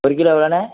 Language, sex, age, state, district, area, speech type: Tamil, male, 18-30, Tamil Nadu, Thoothukudi, rural, conversation